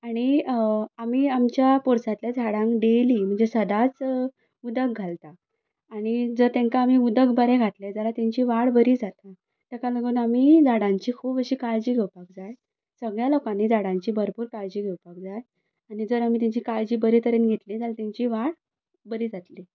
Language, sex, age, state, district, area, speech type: Goan Konkani, female, 18-30, Goa, Ponda, rural, spontaneous